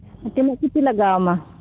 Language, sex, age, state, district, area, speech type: Santali, female, 30-45, West Bengal, Uttar Dinajpur, rural, conversation